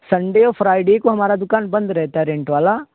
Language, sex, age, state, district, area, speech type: Urdu, male, 18-30, Uttar Pradesh, Siddharthnagar, rural, conversation